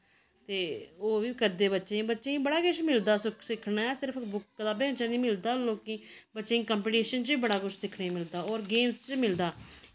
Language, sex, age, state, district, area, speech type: Dogri, female, 30-45, Jammu and Kashmir, Samba, rural, spontaneous